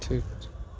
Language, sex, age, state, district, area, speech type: Maithili, male, 18-30, Bihar, Darbhanga, urban, spontaneous